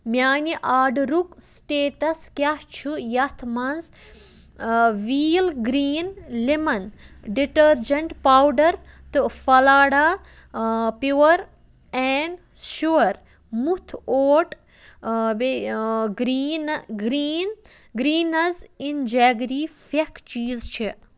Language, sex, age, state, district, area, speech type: Kashmiri, female, 30-45, Jammu and Kashmir, Budgam, rural, read